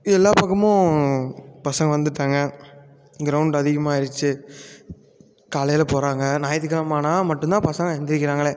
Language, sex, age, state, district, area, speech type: Tamil, male, 18-30, Tamil Nadu, Tiruppur, rural, spontaneous